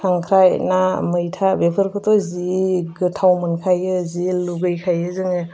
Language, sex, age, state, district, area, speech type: Bodo, female, 30-45, Assam, Udalguri, urban, spontaneous